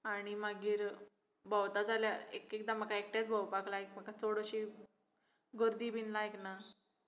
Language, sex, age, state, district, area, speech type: Goan Konkani, female, 18-30, Goa, Tiswadi, rural, spontaneous